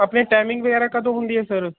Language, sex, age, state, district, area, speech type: Punjabi, male, 18-30, Punjab, Bathinda, rural, conversation